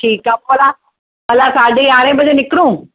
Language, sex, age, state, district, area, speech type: Sindhi, female, 45-60, Maharashtra, Thane, urban, conversation